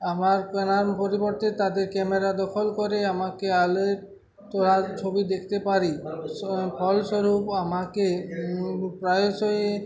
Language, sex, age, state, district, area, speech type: Bengali, male, 18-30, West Bengal, Uttar Dinajpur, rural, spontaneous